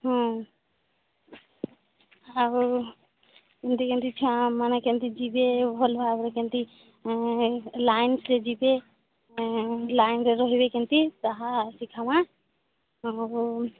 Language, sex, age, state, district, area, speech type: Odia, female, 30-45, Odisha, Sambalpur, rural, conversation